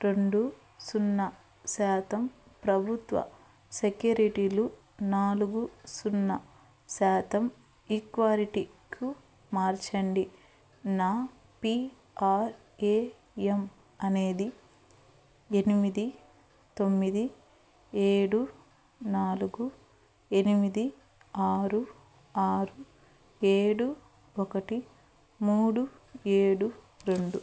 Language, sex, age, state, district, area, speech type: Telugu, female, 30-45, Andhra Pradesh, Eluru, urban, read